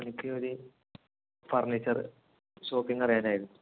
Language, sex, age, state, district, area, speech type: Malayalam, male, 18-30, Kerala, Kozhikode, rural, conversation